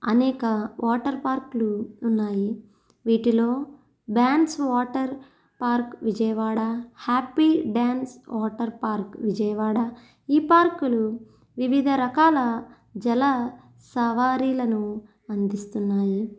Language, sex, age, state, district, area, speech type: Telugu, female, 30-45, Andhra Pradesh, East Godavari, rural, spontaneous